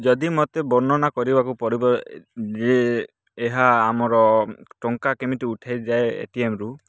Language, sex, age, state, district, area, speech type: Odia, male, 18-30, Odisha, Kalahandi, rural, spontaneous